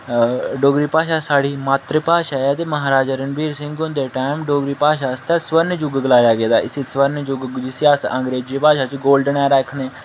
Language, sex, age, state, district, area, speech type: Dogri, male, 18-30, Jammu and Kashmir, Udhampur, rural, spontaneous